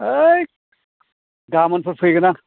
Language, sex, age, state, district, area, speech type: Bodo, male, 60+, Assam, Chirang, rural, conversation